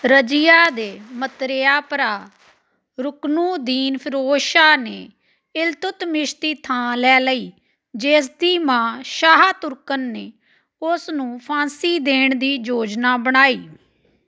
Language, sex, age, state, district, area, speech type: Punjabi, female, 45-60, Punjab, Amritsar, urban, read